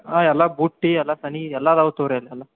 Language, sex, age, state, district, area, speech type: Kannada, male, 30-45, Karnataka, Belgaum, rural, conversation